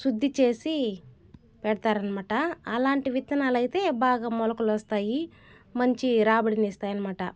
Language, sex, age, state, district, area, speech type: Telugu, female, 30-45, Andhra Pradesh, Sri Balaji, rural, spontaneous